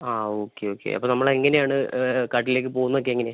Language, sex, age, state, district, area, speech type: Malayalam, male, 45-60, Kerala, Wayanad, rural, conversation